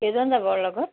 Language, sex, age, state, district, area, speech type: Assamese, female, 45-60, Assam, Jorhat, urban, conversation